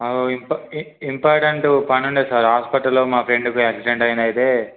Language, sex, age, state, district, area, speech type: Telugu, male, 18-30, Telangana, Siddipet, urban, conversation